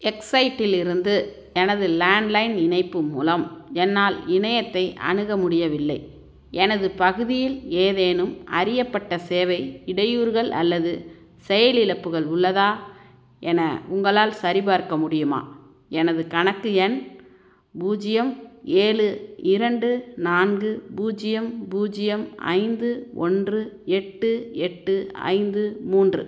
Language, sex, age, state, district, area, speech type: Tamil, female, 60+, Tamil Nadu, Tiruchirappalli, rural, read